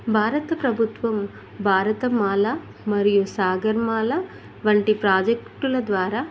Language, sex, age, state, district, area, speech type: Telugu, female, 30-45, Telangana, Hanamkonda, urban, spontaneous